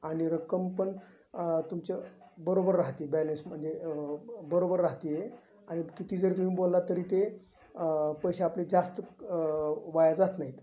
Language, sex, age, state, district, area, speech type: Marathi, male, 60+, Maharashtra, Osmanabad, rural, spontaneous